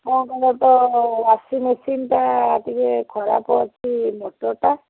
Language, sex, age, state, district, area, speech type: Odia, female, 60+, Odisha, Gajapati, rural, conversation